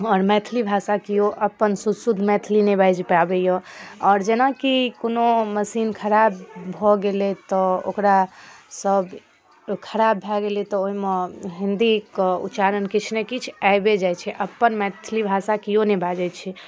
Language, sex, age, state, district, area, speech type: Maithili, female, 18-30, Bihar, Darbhanga, rural, spontaneous